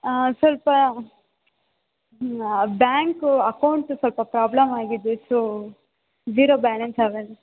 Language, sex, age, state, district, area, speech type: Kannada, female, 18-30, Karnataka, Chikkaballapur, rural, conversation